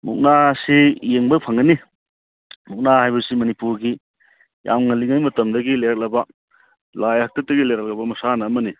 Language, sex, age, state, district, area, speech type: Manipuri, male, 45-60, Manipur, Churachandpur, rural, conversation